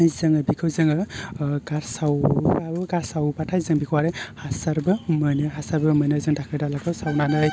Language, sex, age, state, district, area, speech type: Bodo, male, 18-30, Assam, Baksa, rural, spontaneous